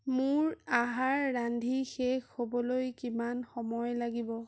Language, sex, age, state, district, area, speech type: Assamese, female, 18-30, Assam, Sonitpur, urban, read